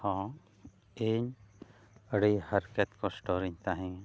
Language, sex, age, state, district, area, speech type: Santali, male, 30-45, Odisha, Mayurbhanj, rural, spontaneous